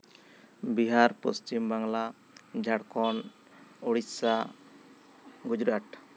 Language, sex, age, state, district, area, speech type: Santali, male, 18-30, West Bengal, Bankura, rural, spontaneous